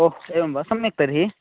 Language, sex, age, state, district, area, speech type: Sanskrit, male, 18-30, Karnataka, Chikkamagaluru, rural, conversation